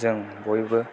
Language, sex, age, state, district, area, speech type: Bodo, male, 18-30, Assam, Kokrajhar, urban, spontaneous